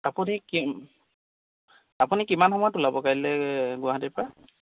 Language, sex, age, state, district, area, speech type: Assamese, male, 30-45, Assam, Golaghat, rural, conversation